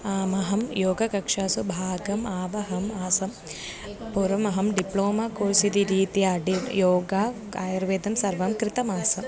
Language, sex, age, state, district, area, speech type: Sanskrit, female, 18-30, Kerala, Thiruvananthapuram, rural, spontaneous